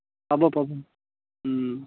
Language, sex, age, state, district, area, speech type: Assamese, male, 18-30, Assam, Sivasagar, rural, conversation